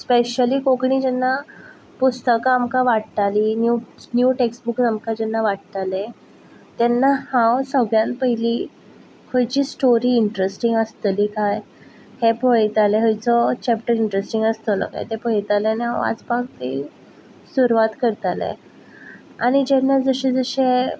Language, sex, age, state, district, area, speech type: Goan Konkani, female, 18-30, Goa, Ponda, rural, spontaneous